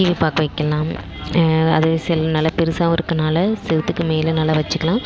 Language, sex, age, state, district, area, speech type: Tamil, female, 18-30, Tamil Nadu, Dharmapuri, rural, spontaneous